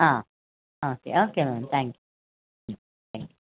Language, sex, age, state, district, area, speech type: Kannada, female, 45-60, Karnataka, Hassan, urban, conversation